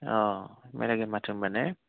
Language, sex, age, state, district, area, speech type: Bodo, male, 30-45, Assam, Udalguri, urban, conversation